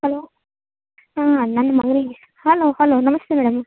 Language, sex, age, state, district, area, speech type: Kannada, female, 30-45, Karnataka, Uttara Kannada, rural, conversation